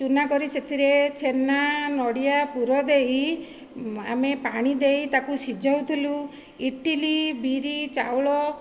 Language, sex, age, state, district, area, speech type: Odia, female, 45-60, Odisha, Dhenkanal, rural, spontaneous